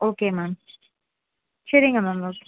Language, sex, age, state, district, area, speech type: Tamil, female, 18-30, Tamil Nadu, Chennai, urban, conversation